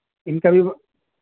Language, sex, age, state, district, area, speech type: Urdu, male, 30-45, Uttar Pradesh, Gautam Buddha Nagar, urban, conversation